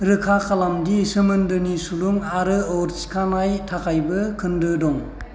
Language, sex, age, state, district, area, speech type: Bodo, male, 45-60, Assam, Chirang, rural, read